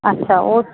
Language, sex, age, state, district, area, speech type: Punjabi, female, 30-45, Punjab, Mansa, rural, conversation